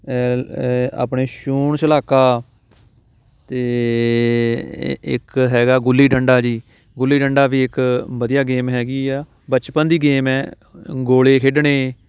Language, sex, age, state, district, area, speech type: Punjabi, male, 30-45, Punjab, Shaheed Bhagat Singh Nagar, urban, spontaneous